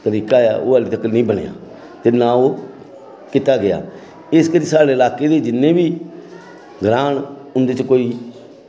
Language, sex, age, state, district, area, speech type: Dogri, male, 60+, Jammu and Kashmir, Samba, rural, spontaneous